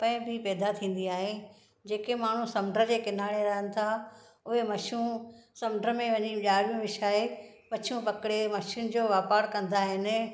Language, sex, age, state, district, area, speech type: Sindhi, female, 45-60, Maharashtra, Thane, urban, spontaneous